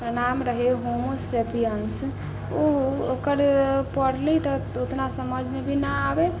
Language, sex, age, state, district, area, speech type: Maithili, female, 30-45, Bihar, Sitamarhi, rural, spontaneous